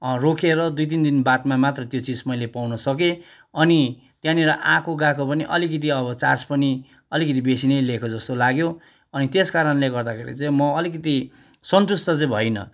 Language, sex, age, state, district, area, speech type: Nepali, male, 30-45, West Bengal, Kalimpong, rural, spontaneous